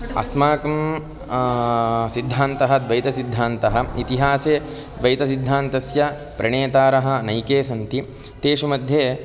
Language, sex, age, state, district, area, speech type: Sanskrit, male, 18-30, Karnataka, Gulbarga, urban, spontaneous